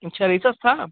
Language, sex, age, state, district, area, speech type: Hindi, male, 18-30, Uttar Pradesh, Chandauli, rural, conversation